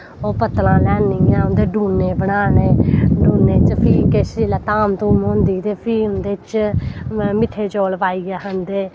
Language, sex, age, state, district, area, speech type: Dogri, female, 18-30, Jammu and Kashmir, Samba, rural, spontaneous